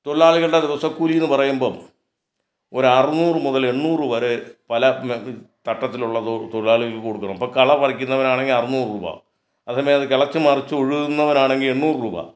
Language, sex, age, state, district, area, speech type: Malayalam, male, 60+, Kerala, Kottayam, rural, spontaneous